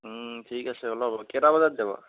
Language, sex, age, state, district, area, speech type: Assamese, male, 18-30, Assam, Jorhat, urban, conversation